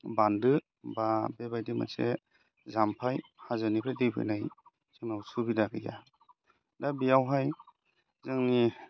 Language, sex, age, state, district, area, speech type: Bodo, male, 30-45, Assam, Udalguri, urban, spontaneous